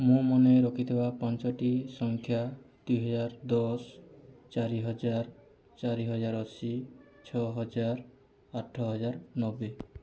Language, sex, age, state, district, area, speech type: Odia, male, 18-30, Odisha, Boudh, rural, spontaneous